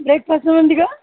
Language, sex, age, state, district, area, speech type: Marathi, female, 30-45, Maharashtra, Buldhana, rural, conversation